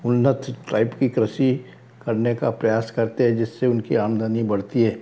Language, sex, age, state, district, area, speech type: Hindi, male, 60+, Madhya Pradesh, Balaghat, rural, spontaneous